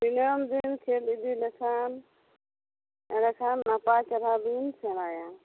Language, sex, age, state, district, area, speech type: Santali, female, 30-45, West Bengal, Bankura, rural, conversation